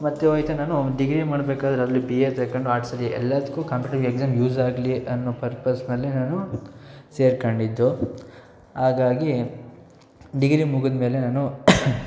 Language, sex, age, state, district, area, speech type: Kannada, male, 18-30, Karnataka, Mysore, rural, spontaneous